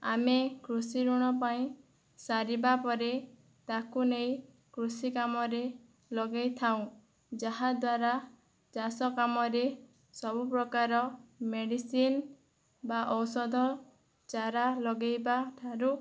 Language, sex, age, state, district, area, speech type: Odia, female, 18-30, Odisha, Boudh, rural, spontaneous